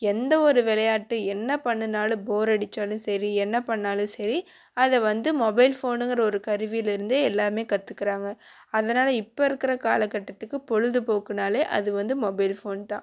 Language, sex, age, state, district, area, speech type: Tamil, female, 18-30, Tamil Nadu, Coimbatore, urban, spontaneous